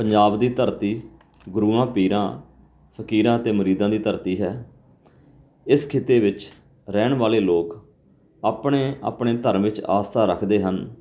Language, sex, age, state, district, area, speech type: Punjabi, male, 45-60, Punjab, Fatehgarh Sahib, urban, spontaneous